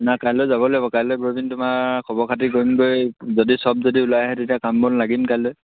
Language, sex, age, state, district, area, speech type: Assamese, male, 18-30, Assam, Sivasagar, rural, conversation